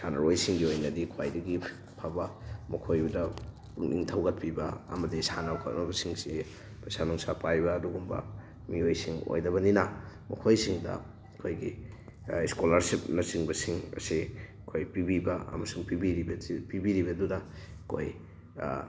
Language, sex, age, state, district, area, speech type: Manipuri, male, 18-30, Manipur, Thoubal, rural, spontaneous